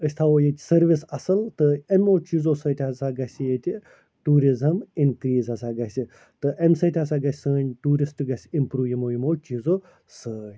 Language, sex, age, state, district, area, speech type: Kashmiri, male, 45-60, Jammu and Kashmir, Srinagar, urban, spontaneous